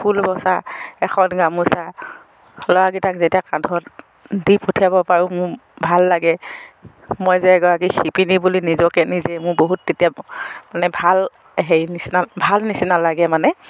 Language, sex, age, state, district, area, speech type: Assamese, female, 60+, Assam, Dibrugarh, rural, spontaneous